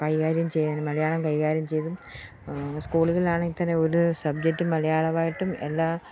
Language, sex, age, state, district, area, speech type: Malayalam, female, 45-60, Kerala, Pathanamthitta, rural, spontaneous